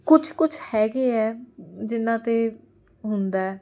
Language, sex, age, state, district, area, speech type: Punjabi, female, 18-30, Punjab, Jalandhar, urban, spontaneous